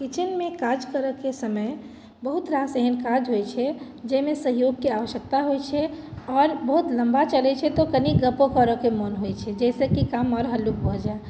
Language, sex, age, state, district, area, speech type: Maithili, female, 30-45, Bihar, Madhubani, rural, spontaneous